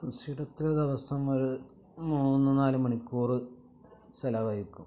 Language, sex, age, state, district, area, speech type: Malayalam, male, 45-60, Kerala, Malappuram, rural, spontaneous